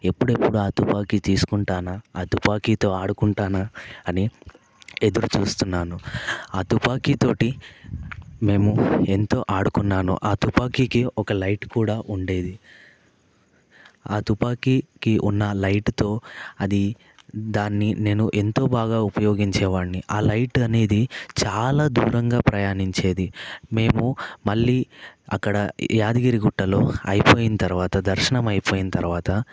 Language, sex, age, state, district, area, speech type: Telugu, male, 18-30, Telangana, Vikarabad, urban, spontaneous